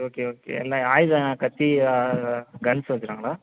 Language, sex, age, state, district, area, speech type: Tamil, male, 18-30, Tamil Nadu, Ariyalur, rural, conversation